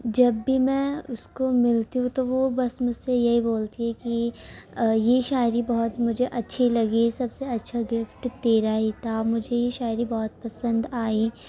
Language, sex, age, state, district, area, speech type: Urdu, female, 18-30, Uttar Pradesh, Gautam Buddha Nagar, urban, spontaneous